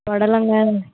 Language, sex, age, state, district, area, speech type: Tamil, female, 18-30, Tamil Nadu, Kallakurichi, urban, conversation